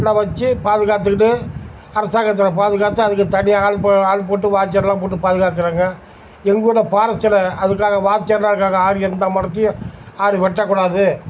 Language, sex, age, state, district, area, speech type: Tamil, male, 60+, Tamil Nadu, Tiruchirappalli, rural, spontaneous